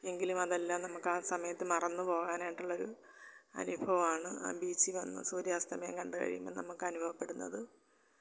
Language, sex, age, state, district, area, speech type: Malayalam, female, 45-60, Kerala, Alappuzha, rural, spontaneous